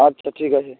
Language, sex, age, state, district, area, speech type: Bengali, male, 18-30, West Bengal, Jalpaiguri, rural, conversation